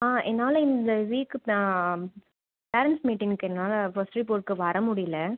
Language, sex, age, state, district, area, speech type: Tamil, female, 18-30, Tamil Nadu, Cuddalore, urban, conversation